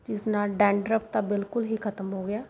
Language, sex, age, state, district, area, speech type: Punjabi, female, 30-45, Punjab, Rupnagar, rural, spontaneous